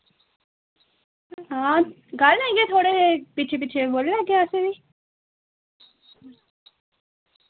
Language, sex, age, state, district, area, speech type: Dogri, female, 18-30, Jammu and Kashmir, Udhampur, rural, conversation